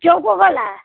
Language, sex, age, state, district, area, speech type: Bengali, female, 60+, West Bengal, Kolkata, urban, conversation